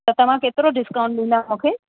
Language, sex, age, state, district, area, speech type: Sindhi, female, 45-60, Gujarat, Kutch, urban, conversation